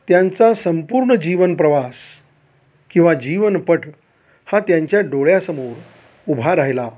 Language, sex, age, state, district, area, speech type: Marathi, male, 45-60, Maharashtra, Satara, rural, spontaneous